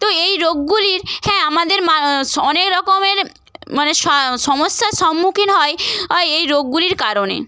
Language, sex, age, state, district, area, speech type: Bengali, female, 30-45, West Bengal, Purba Medinipur, rural, spontaneous